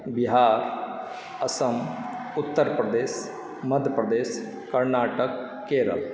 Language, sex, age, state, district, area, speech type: Maithili, male, 45-60, Bihar, Supaul, urban, spontaneous